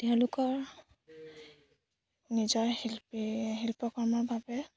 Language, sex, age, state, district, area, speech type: Assamese, female, 18-30, Assam, Lakhimpur, rural, spontaneous